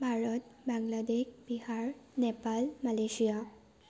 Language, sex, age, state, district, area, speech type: Assamese, female, 18-30, Assam, Sivasagar, urban, spontaneous